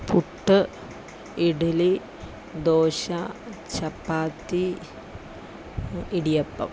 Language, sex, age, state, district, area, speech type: Malayalam, female, 30-45, Kerala, Idukki, rural, spontaneous